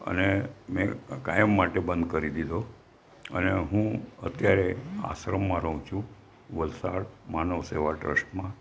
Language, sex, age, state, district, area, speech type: Gujarati, male, 60+, Gujarat, Valsad, rural, spontaneous